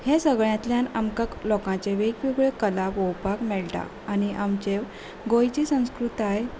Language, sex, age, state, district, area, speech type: Goan Konkani, female, 18-30, Goa, Salcete, urban, spontaneous